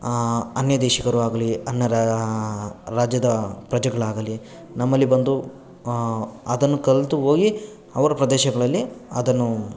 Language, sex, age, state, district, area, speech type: Kannada, male, 18-30, Karnataka, Bangalore Rural, rural, spontaneous